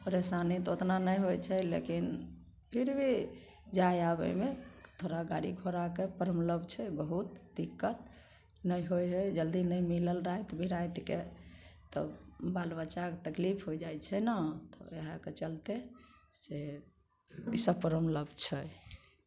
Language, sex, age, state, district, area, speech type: Maithili, female, 60+, Bihar, Samastipur, urban, spontaneous